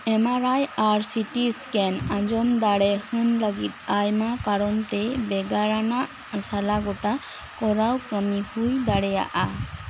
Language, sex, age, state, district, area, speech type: Santali, female, 18-30, West Bengal, Bankura, rural, read